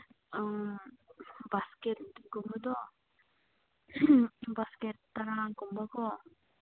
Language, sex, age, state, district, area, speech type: Manipuri, female, 18-30, Manipur, Senapati, urban, conversation